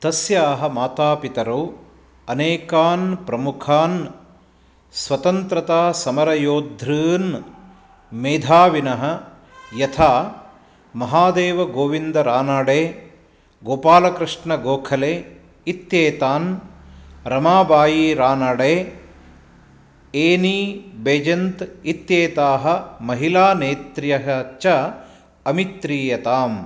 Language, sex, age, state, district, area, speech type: Sanskrit, male, 45-60, Karnataka, Uttara Kannada, rural, read